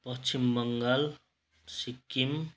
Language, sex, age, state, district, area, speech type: Nepali, male, 45-60, West Bengal, Kalimpong, rural, spontaneous